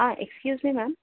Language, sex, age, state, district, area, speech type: Tamil, female, 18-30, Tamil Nadu, Vellore, urban, conversation